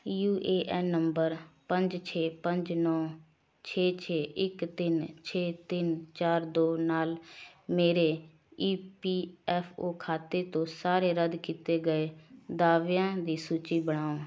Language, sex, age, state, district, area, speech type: Punjabi, female, 30-45, Punjab, Shaheed Bhagat Singh Nagar, rural, read